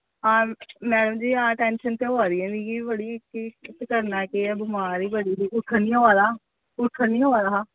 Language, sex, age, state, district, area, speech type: Dogri, female, 30-45, Jammu and Kashmir, Samba, urban, conversation